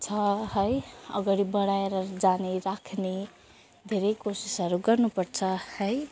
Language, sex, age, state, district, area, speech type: Nepali, female, 18-30, West Bengal, Jalpaiguri, rural, spontaneous